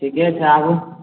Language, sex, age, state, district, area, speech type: Maithili, male, 18-30, Bihar, Supaul, rural, conversation